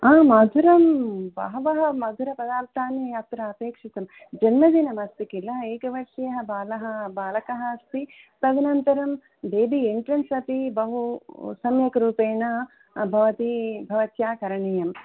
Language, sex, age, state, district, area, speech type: Sanskrit, female, 60+, Telangana, Peddapalli, urban, conversation